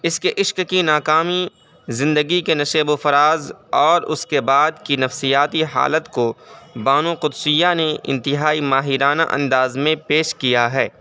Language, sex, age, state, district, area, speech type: Urdu, male, 18-30, Uttar Pradesh, Saharanpur, urban, spontaneous